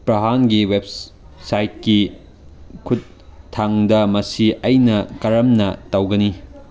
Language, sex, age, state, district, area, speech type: Manipuri, male, 18-30, Manipur, Chandel, rural, read